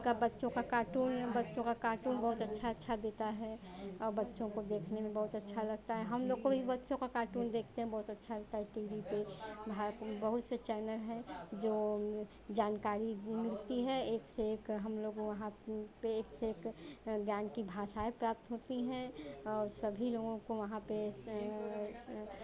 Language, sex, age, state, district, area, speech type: Hindi, female, 45-60, Uttar Pradesh, Chandauli, rural, spontaneous